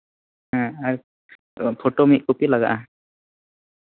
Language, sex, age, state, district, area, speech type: Santali, male, 18-30, West Bengal, Bankura, rural, conversation